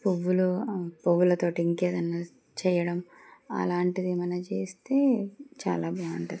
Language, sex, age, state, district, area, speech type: Telugu, female, 30-45, Telangana, Medchal, urban, spontaneous